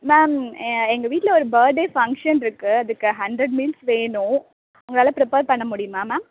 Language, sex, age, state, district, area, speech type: Tamil, female, 18-30, Tamil Nadu, Perambalur, rural, conversation